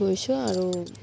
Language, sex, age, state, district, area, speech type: Assamese, female, 45-60, Assam, Udalguri, rural, spontaneous